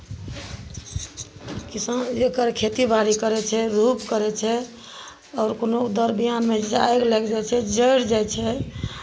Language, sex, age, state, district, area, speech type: Maithili, female, 60+, Bihar, Madhepura, rural, spontaneous